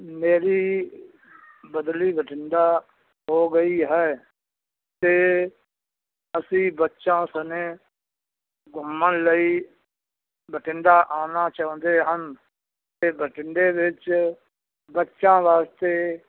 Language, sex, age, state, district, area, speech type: Punjabi, male, 60+, Punjab, Bathinda, urban, conversation